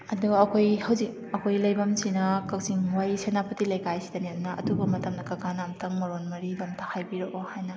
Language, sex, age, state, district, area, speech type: Manipuri, female, 30-45, Manipur, Kakching, rural, spontaneous